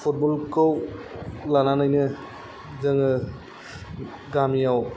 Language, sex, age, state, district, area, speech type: Bodo, male, 30-45, Assam, Kokrajhar, rural, spontaneous